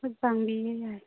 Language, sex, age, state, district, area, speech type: Manipuri, female, 18-30, Manipur, Churachandpur, urban, conversation